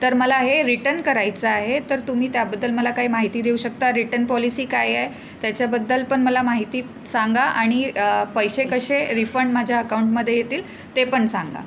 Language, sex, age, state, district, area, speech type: Marathi, female, 30-45, Maharashtra, Nagpur, urban, spontaneous